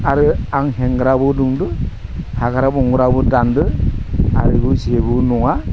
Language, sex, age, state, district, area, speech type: Bodo, male, 45-60, Assam, Udalguri, rural, spontaneous